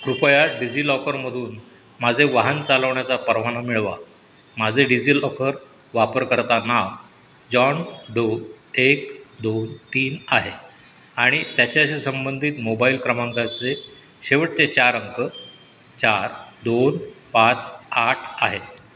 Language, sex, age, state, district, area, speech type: Marathi, male, 60+, Maharashtra, Sindhudurg, rural, read